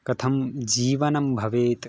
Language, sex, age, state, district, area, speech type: Sanskrit, male, 18-30, Gujarat, Surat, urban, spontaneous